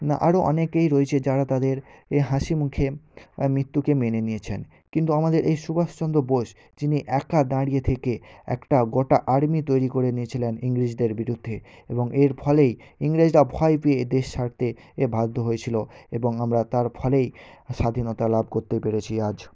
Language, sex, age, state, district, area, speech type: Bengali, male, 18-30, West Bengal, North 24 Parganas, rural, spontaneous